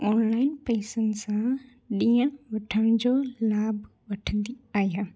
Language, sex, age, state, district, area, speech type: Sindhi, female, 18-30, Gujarat, Junagadh, urban, spontaneous